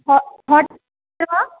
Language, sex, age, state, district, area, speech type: Sanskrit, female, 18-30, Kerala, Thrissur, urban, conversation